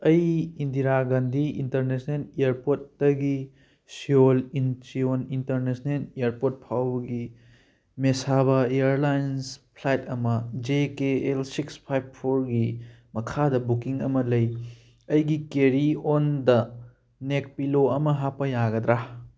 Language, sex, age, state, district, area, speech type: Manipuri, male, 18-30, Manipur, Kangpokpi, urban, read